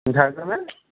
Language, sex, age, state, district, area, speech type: Bengali, male, 30-45, West Bengal, Jhargram, rural, conversation